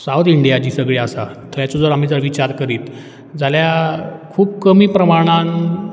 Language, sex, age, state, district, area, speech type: Goan Konkani, male, 30-45, Goa, Ponda, rural, spontaneous